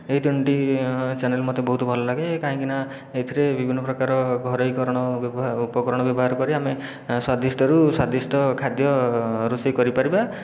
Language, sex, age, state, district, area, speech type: Odia, male, 30-45, Odisha, Khordha, rural, spontaneous